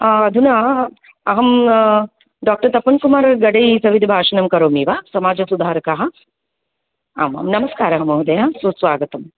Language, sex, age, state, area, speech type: Sanskrit, female, 30-45, Tripura, urban, conversation